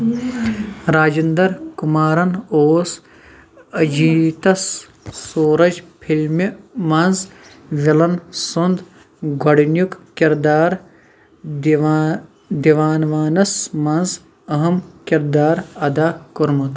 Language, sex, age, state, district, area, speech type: Kashmiri, male, 18-30, Jammu and Kashmir, Shopian, rural, read